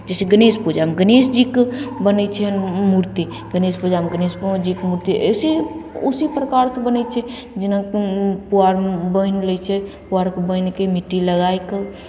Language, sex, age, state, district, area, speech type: Maithili, female, 18-30, Bihar, Begusarai, rural, spontaneous